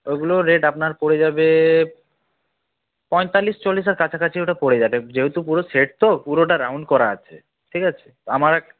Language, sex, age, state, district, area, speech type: Bengali, male, 18-30, West Bengal, Paschim Bardhaman, rural, conversation